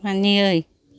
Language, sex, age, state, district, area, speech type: Bodo, female, 60+, Assam, Chirang, rural, read